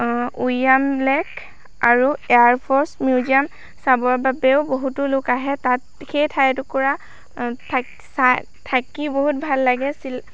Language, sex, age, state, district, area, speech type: Assamese, female, 18-30, Assam, Lakhimpur, rural, spontaneous